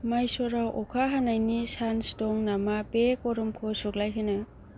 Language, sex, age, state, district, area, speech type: Bodo, female, 18-30, Assam, Kokrajhar, rural, read